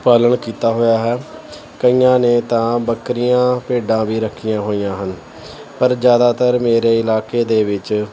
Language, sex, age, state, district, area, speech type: Punjabi, male, 30-45, Punjab, Pathankot, urban, spontaneous